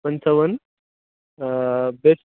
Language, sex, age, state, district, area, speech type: Marathi, male, 30-45, Maharashtra, Nanded, rural, conversation